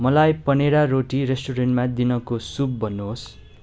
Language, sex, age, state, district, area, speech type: Nepali, male, 30-45, West Bengal, Darjeeling, rural, read